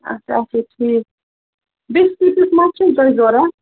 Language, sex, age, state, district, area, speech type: Kashmiri, female, 45-60, Jammu and Kashmir, Srinagar, urban, conversation